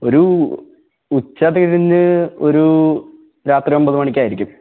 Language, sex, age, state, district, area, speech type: Malayalam, male, 18-30, Kerala, Thrissur, urban, conversation